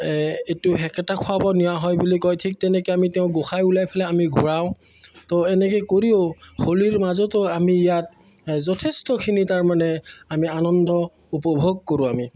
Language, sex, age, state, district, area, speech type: Assamese, male, 45-60, Assam, Udalguri, rural, spontaneous